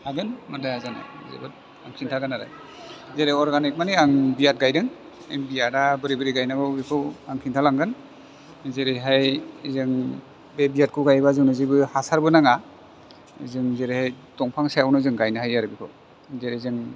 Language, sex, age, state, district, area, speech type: Bodo, male, 45-60, Assam, Chirang, rural, spontaneous